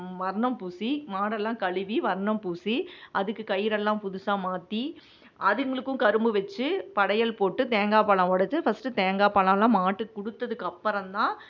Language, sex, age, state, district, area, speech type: Tamil, female, 45-60, Tamil Nadu, Namakkal, rural, spontaneous